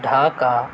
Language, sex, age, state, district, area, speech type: Urdu, male, 18-30, Delhi, South Delhi, urban, spontaneous